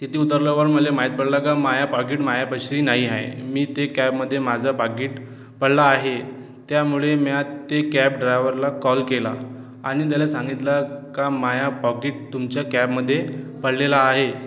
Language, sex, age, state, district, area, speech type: Marathi, male, 18-30, Maharashtra, Washim, rural, spontaneous